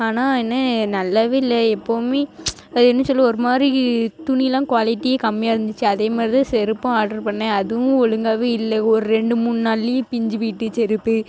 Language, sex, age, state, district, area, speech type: Tamil, female, 18-30, Tamil Nadu, Thoothukudi, rural, spontaneous